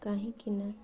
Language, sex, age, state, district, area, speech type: Odia, female, 18-30, Odisha, Mayurbhanj, rural, spontaneous